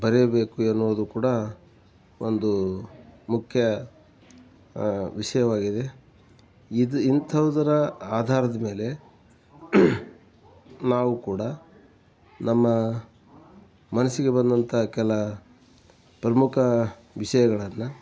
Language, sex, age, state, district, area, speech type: Kannada, male, 45-60, Karnataka, Koppal, rural, spontaneous